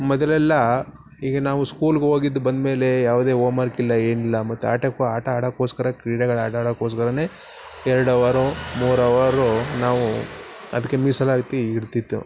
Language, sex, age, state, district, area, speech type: Kannada, male, 30-45, Karnataka, Mysore, rural, spontaneous